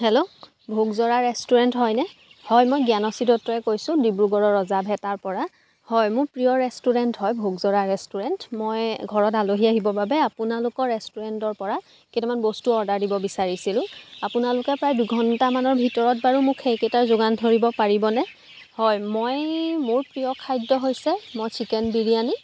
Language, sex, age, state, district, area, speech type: Assamese, female, 18-30, Assam, Dibrugarh, rural, spontaneous